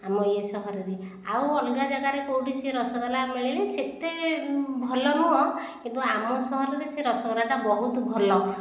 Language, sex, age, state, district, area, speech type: Odia, female, 45-60, Odisha, Khordha, rural, spontaneous